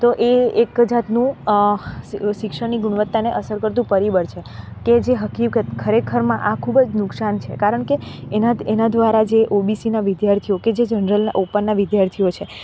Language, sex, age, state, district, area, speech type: Gujarati, female, 18-30, Gujarat, Narmada, urban, spontaneous